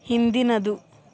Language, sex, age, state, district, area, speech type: Kannada, female, 18-30, Karnataka, Bidar, urban, read